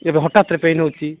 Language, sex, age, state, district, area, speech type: Odia, male, 45-60, Odisha, Nabarangpur, rural, conversation